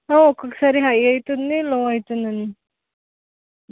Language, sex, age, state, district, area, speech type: Telugu, female, 18-30, Telangana, Suryapet, urban, conversation